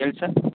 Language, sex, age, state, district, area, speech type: Kannada, male, 30-45, Karnataka, Raichur, rural, conversation